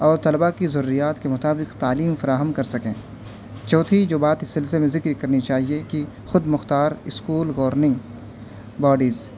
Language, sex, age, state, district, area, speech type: Urdu, male, 18-30, Delhi, North West Delhi, urban, spontaneous